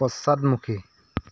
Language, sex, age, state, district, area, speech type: Assamese, male, 30-45, Assam, Dhemaji, rural, read